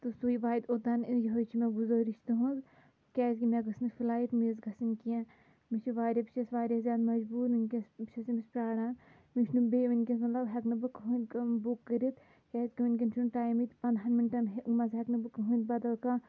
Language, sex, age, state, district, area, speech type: Kashmiri, female, 30-45, Jammu and Kashmir, Shopian, urban, spontaneous